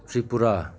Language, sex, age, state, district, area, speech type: Manipuri, male, 30-45, Manipur, Senapati, rural, spontaneous